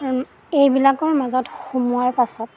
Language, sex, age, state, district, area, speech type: Assamese, female, 30-45, Assam, Golaghat, urban, spontaneous